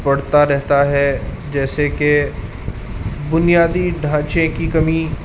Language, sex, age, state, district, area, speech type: Urdu, male, 30-45, Uttar Pradesh, Muzaffarnagar, urban, spontaneous